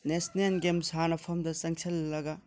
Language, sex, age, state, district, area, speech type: Manipuri, male, 45-60, Manipur, Tengnoupal, rural, spontaneous